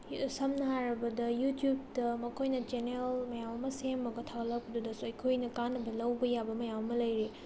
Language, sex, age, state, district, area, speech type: Manipuri, female, 30-45, Manipur, Tengnoupal, rural, spontaneous